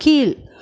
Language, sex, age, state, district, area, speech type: Tamil, female, 60+, Tamil Nadu, Erode, rural, read